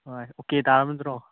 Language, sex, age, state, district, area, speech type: Manipuri, male, 30-45, Manipur, Chandel, rural, conversation